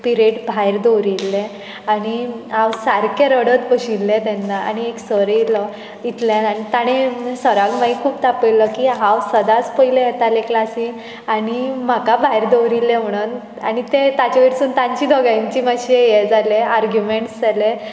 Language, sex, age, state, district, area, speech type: Goan Konkani, female, 18-30, Goa, Bardez, rural, spontaneous